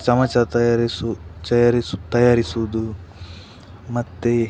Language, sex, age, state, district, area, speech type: Kannada, male, 30-45, Karnataka, Dakshina Kannada, rural, spontaneous